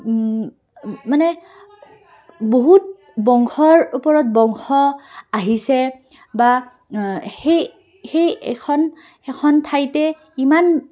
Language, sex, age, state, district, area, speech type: Assamese, female, 18-30, Assam, Goalpara, urban, spontaneous